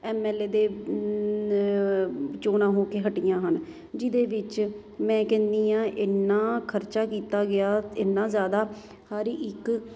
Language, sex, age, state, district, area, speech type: Punjabi, female, 30-45, Punjab, Ludhiana, urban, spontaneous